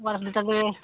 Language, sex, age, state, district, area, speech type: Odia, female, 60+, Odisha, Angul, rural, conversation